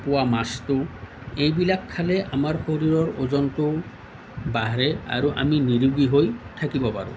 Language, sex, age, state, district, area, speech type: Assamese, male, 45-60, Assam, Nalbari, rural, spontaneous